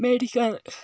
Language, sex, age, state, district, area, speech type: Malayalam, female, 30-45, Kerala, Kozhikode, urban, spontaneous